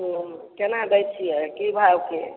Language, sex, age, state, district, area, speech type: Maithili, female, 60+, Bihar, Samastipur, rural, conversation